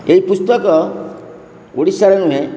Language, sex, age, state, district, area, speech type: Odia, male, 60+, Odisha, Kendrapara, urban, spontaneous